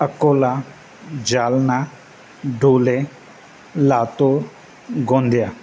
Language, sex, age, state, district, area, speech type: Sindhi, male, 45-60, Maharashtra, Thane, urban, spontaneous